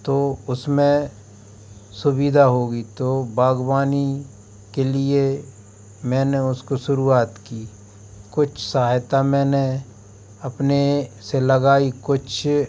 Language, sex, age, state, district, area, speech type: Hindi, male, 45-60, Madhya Pradesh, Hoshangabad, urban, spontaneous